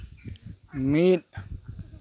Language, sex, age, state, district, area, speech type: Santali, male, 60+, Jharkhand, East Singhbhum, rural, read